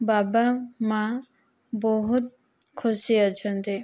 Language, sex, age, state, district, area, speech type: Odia, female, 18-30, Odisha, Kandhamal, rural, spontaneous